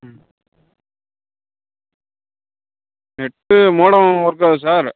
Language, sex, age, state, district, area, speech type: Tamil, male, 30-45, Tamil Nadu, Tiruvarur, rural, conversation